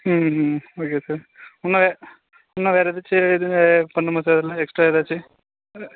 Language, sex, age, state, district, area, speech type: Tamil, male, 18-30, Tamil Nadu, Dharmapuri, rural, conversation